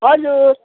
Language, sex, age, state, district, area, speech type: Nepali, female, 60+, West Bengal, Jalpaiguri, urban, conversation